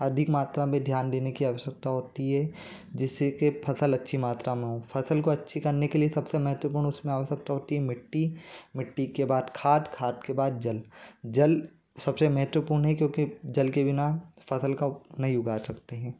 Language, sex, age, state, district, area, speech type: Hindi, male, 18-30, Madhya Pradesh, Bhopal, urban, spontaneous